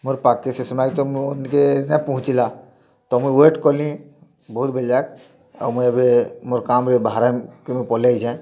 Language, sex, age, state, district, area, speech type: Odia, male, 45-60, Odisha, Bargarh, urban, spontaneous